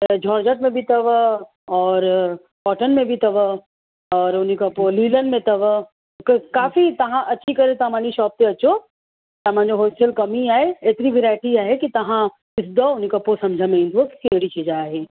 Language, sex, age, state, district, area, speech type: Sindhi, female, 30-45, Uttar Pradesh, Lucknow, urban, conversation